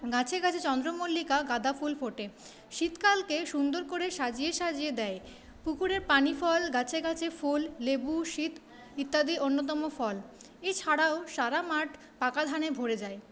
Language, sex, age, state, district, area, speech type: Bengali, female, 30-45, West Bengal, Paschim Bardhaman, urban, spontaneous